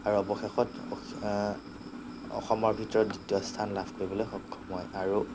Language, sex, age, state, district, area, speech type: Assamese, male, 45-60, Assam, Nagaon, rural, spontaneous